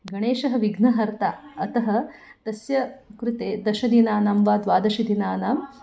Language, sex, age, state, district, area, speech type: Sanskrit, female, 30-45, Karnataka, Bangalore Urban, urban, spontaneous